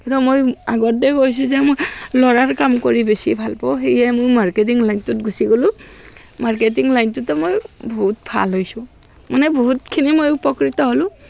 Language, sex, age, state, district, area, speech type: Assamese, female, 45-60, Assam, Barpeta, rural, spontaneous